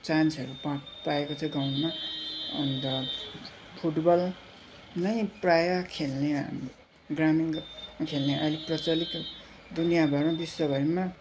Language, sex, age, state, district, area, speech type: Nepali, male, 18-30, West Bengal, Darjeeling, rural, spontaneous